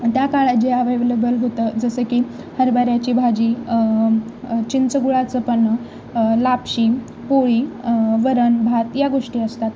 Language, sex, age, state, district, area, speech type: Marathi, female, 18-30, Maharashtra, Osmanabad, rural, spontaneous